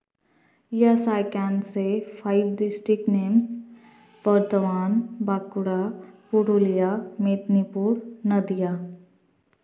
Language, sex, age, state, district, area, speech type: Santali, female, 18-30, West Bengal, Purba Bardhaman, rural, spontaneous